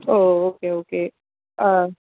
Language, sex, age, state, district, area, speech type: Tamil, female, 30-45, Tamil Nadu, Chennai, urban, conversation